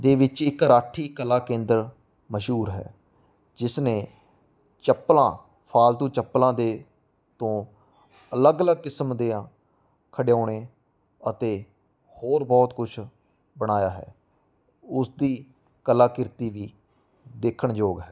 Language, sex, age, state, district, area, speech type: Punjabi, male, 30-45, Punjab, Mansa, rural, spontaneous